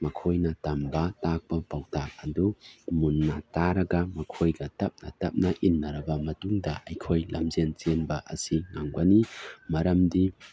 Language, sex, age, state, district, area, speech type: Manipuri, male, 30-45, Manipur, Tengnoupal, rural, spontaneous